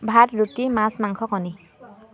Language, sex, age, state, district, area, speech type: Assamese, female, 30-45, Assam, Dibrugarh, rural, spontaneous